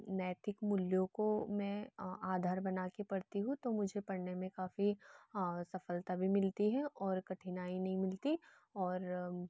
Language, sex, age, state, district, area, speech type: Hindi, female, 18-30, Madhya Pradesh, Betul, rural, spontaneous